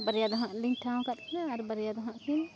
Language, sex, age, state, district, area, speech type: Santali, female, 30-45, Jharkhand, Seraikela Kharsawan, rural, spontaneous